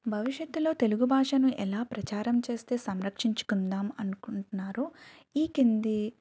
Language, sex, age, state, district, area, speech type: Telugu, female, 18-30, Andhra Pradesh, Eluru, rural, spontaneous